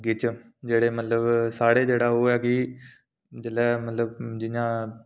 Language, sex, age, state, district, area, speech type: Dogri, male, 18-30, Jammu and Kashmir, Reasi, urban, spontaneous